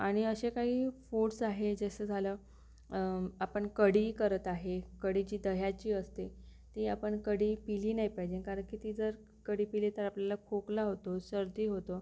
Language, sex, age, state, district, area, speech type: Marathi, female, 18-30, Maharashtra, Akola, urban, spontaneous